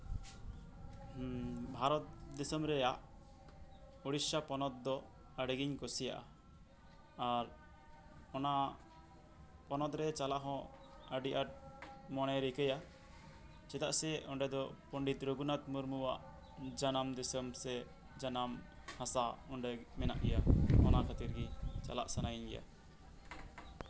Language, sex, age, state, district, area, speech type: Santali, male, 18-30, West Bengal, Birbhum, rural, spontaneous